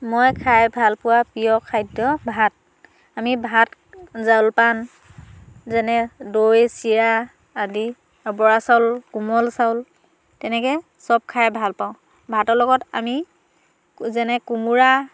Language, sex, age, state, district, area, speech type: Assamese, female, 30-45, Assam, Dhemaji, rural, spontaneous